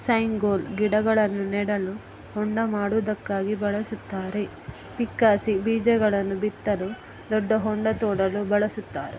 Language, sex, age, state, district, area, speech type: Kannada, female, 30-45, Karnataka, Udupi, rural, spontaneous